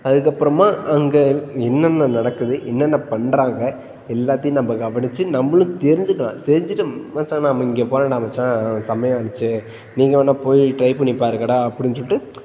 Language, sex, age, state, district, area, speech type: Tamil, male, 18-30, Tamil Nadu, Tiruchirappalli, rural, spontaneous